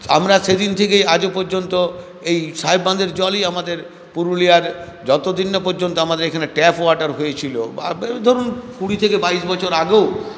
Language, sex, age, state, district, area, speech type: Bengali, male, 60+, West Bengal, Purulia, rural, spontaneous